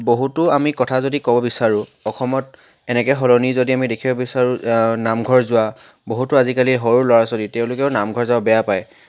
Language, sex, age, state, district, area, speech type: Assamese, male, 18-30, Assam, Charaideo, urban, spontaneous